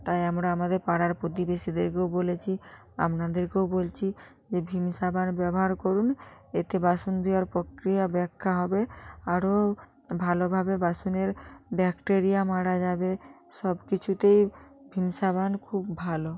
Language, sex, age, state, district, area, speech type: Bengali, female, 45-60, West Bengal, North 24 Parganas, rural, spontaneous